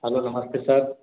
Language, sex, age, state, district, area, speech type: Hindi, male, 30-45, Bihar, Samastipur, urban, conversation